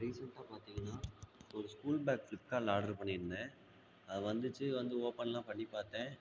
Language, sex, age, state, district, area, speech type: Tamil, male, 18-30, Tamil Nadu, Ariyalur, rural, spontaneous